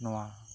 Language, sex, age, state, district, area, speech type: Santali, male, 30-45, West Bengal, Bankura, rural, spontaneous